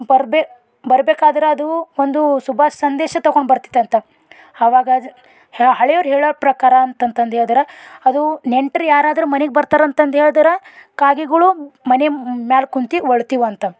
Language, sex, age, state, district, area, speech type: Kannada, female, 30-45, Karnataka, Bidar, rural, spontaneous